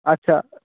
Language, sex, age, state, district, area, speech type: Bengali, male, 18-30, West Bengal, Jalpaiguri, rural, conversation